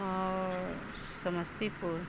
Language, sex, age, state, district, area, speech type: Maithili, female, 60+, Bihar, Madhubani, rural, spontaneous